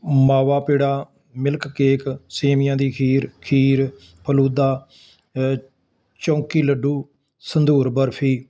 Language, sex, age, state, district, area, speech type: Punjabi, male, 60+, Punjab, Ludhiana, urban, spontaneous